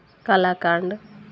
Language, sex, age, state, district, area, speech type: Telugu, female, 30-45, Telangana, Warangal, rural, spontaneous